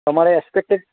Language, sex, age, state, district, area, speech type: Gujarati, male, 30-45, Gujarat, Narmada, rural, conversation